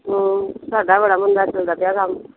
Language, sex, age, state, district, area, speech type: Punjabi, female, 30-45, Punjab, Gurdaspur, urban, conversation